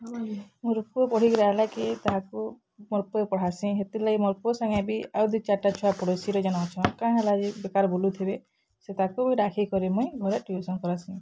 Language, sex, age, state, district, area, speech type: Odia, female, 45-60, Odisha, Bargarh, urban, spontaneous